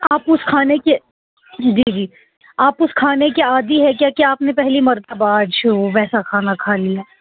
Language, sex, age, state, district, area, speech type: Urdu, female, 18-30, Jammu and Kashmir, Srinagar, urban, conversation